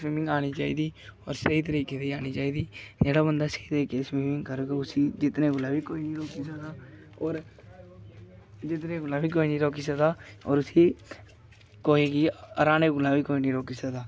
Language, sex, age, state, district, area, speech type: Dogri, male, 18-30, Jammu and Kashmir, Kathua, rural, spontaneous